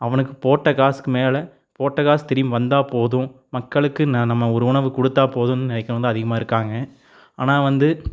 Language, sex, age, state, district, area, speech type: Tamil, male, 18-30, Tamil Nadu, Tiruppur, rural, spontaneous